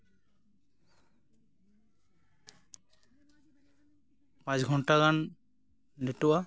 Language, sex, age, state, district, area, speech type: Santali, male, 30-45, West Bengal, Jhargram, rural, spontaneous